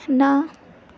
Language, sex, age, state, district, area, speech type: Punjabi, female, 18-30, Punjab, Mansa, urban, read